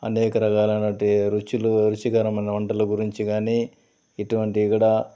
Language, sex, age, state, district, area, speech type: Telugu, male, 30-45, Andhra Pradesh, Sri Balaji, urban, spontaneous